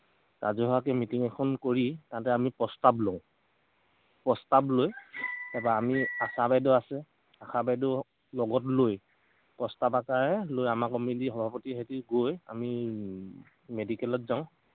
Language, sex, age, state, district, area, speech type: Assamese, male, 45-60, Assam, Dhemaji, rural, conversation